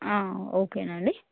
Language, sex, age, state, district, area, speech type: Telugu, female, 30-45, Telangana, Hanamkonda, rural, conversation